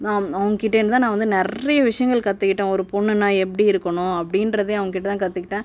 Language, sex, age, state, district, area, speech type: Tamil, male, 45-60, Tamil Nadu, Cuddalore, rural, spontaneous